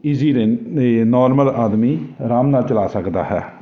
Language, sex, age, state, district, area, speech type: Punjabi, male, 45-60, Punjab, Jalandhar, urban, spontaneous